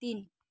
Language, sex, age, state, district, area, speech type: Nepali, female, 45-60, West Bengal, Darjeeling, rural, read